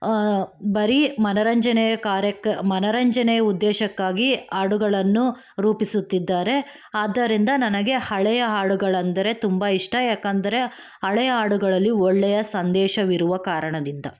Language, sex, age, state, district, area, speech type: Kannada, female, 18-30, Karnataka, Chikkaballapur, rural, spontaneous